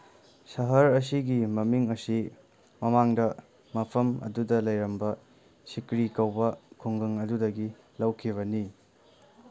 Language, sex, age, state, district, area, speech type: Manipuri, male, 18-30, Manipur, Kangpokpi, urban, read